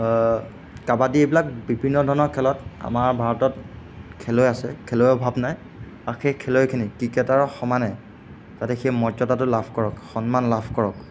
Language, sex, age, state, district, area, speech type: Assamese, male, 18-30, Assam, Golaghat, urban, spontaneous